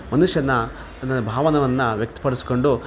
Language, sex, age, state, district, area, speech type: Kannada, male, 30-45, Karnataka, Kolar, rural, spontaneous